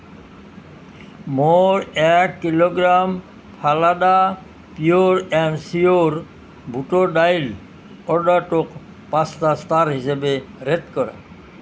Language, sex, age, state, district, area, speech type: Assamese, male, 60+, Assam, Nalbari, rural, read